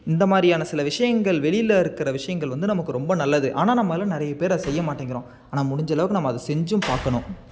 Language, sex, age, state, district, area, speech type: Tamil, male, 18-30, Tamil Nadu, Salem, rural, spontaneous